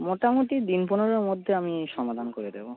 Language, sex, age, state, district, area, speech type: Bengali, male, 30-45, West Bengal, North 24 Parganas, urban, conversation